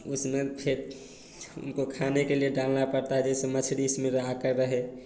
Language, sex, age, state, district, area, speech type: Hindi, male, 18-30, Bihar, Samastipur, rural, spontaneous